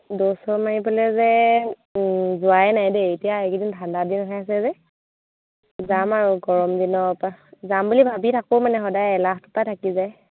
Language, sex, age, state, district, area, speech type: Assamese, female, 18-30, Assam, Dibrugarh, rural, conversation